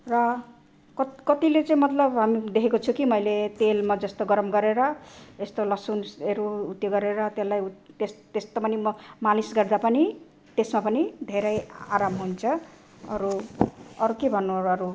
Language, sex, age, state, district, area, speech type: Nepali, female, 60+, Assam, Sonitpur, rural, spontaneous